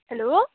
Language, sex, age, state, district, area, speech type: Nepali, female, 18-30, West Bengal, Kalimpong, rural, conversation